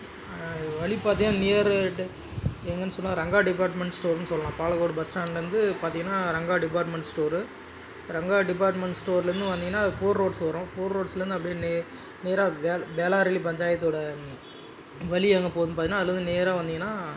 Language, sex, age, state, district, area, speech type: Tamil, male, 45-60, Tamil Nadu, Dharmapuri, rural, spontaneous